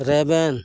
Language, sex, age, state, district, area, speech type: Santali, male, 60+, West Bengal, Paschim Bardhaman, rural, read